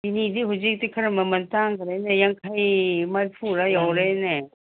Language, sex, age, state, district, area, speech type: Manipuri, female, 60+, Manipur, Ukhrul, rural, conversation